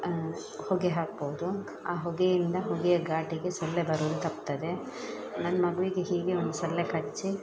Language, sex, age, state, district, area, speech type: Kannada, female, 30-45, Karnataka, Dakshina Kannada, rural, spontaneous